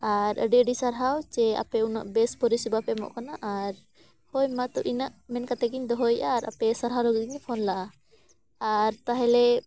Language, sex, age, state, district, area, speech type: Santali, female, 18-30, Jharkhand, Bokaro, rural, spontaneous